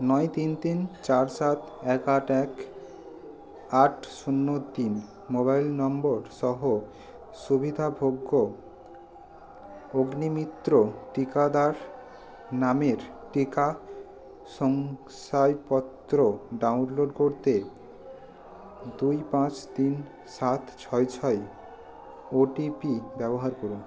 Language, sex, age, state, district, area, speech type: Bengali, male, 18-30, West Bengal, Bankura, urban, read